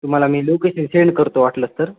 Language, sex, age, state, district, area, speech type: Marathi, male, 18-30, Maharashtra, Beed, rural, conversation